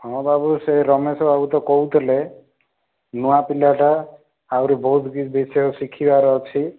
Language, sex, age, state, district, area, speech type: Odia, male, 18-30, Odisha, Rayagada, urban, conversation